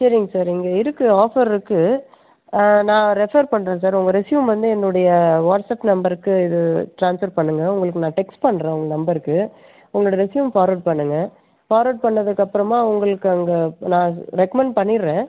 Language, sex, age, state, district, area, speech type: Tamil, female, 18-30, Tamil Nadu, Pudukkottai, rural, conversation